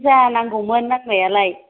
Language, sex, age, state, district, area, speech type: Bodo, female, 30-45, Assam, Kokrajhar, rural, conversation